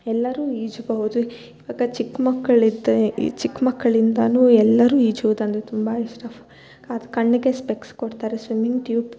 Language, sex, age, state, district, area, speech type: Kannada, female, 30-45, Karnataka, Bangalore Urban, rural, spontaneous